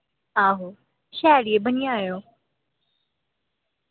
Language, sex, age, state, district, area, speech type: Dogri, female, 18-30, Jammu and Kashmir, Samba, urban, conversation